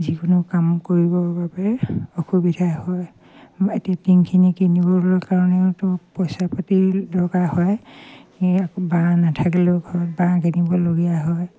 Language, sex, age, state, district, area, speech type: Assamese, female, 45-60, Assam, Dibrugarh, rural, spontaneous